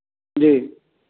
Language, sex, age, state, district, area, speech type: Hindi, male, 18-30, Bihar, Vaishali, rural, conversation